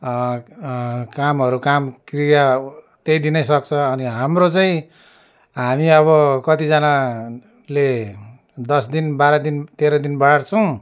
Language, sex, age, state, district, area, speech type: Nepali, male, 60+, West Bengal, Darjeeling, rural, spontaneous